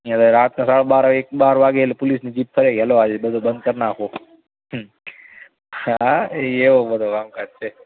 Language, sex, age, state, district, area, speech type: Gujarati, male, 18-30, Gujarat, Kutch, rural, conversation